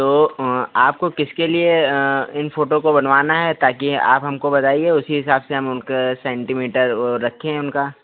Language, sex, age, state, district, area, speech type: Hindi, male, 30-45, Uttar Pradesh, Lucknow, rural, conversation